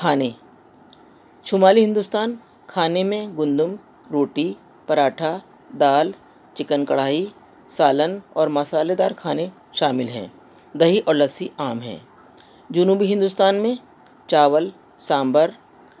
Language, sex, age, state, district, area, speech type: Urdu, female, 60+, Delhi, North East Delhi, urban, spontaneous